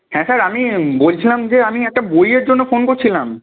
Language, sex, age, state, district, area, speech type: Bengali, male, 18-30, West Bengal, Purba Medinipur, rural, conversation